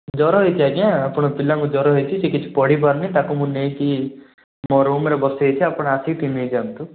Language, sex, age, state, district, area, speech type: Odia, male, 18-30, Odisha, Rayagada, urban, conversation